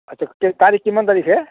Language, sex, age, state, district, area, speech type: Assamese, male, 45-60, Assam, Barpeta, rural, conversation